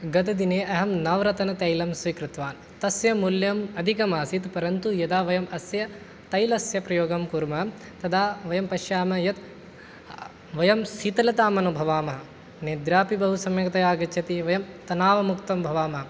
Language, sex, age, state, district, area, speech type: Sanskrit, male, 18-30, Rajasthan, Jaipur, urban, spontaneous